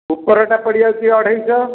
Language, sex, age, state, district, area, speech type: Odia, male, 60+, Odisha, Nayagarh, rural, conversation